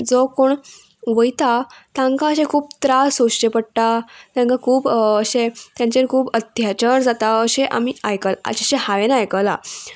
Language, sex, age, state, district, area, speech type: Goan Konkani, female, 18-30, Goa, Murmgao, urban, spontaneous